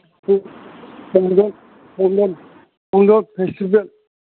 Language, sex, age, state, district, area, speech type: Manipuri, male, 60+, Manipur, Chandel, rural, conversation